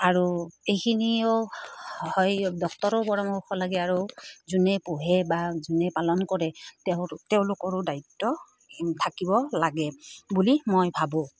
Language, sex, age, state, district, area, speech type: Assamese, female, 30-45, Assam, Udalguri, rural, spontaneous